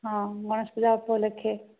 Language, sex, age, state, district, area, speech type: Odia, female, 30-45, Odisha, Sambalpur, rural, conversation